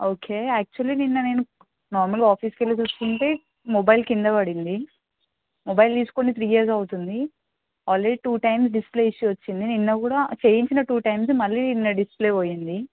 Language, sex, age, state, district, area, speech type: Telugu, female, 18-30, Telangana, Ranga Reddy, urban, conversation